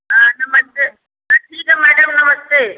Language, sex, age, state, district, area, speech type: Hindi, female, 60+, Uttar Pradesh, Varanasi, rural, conversation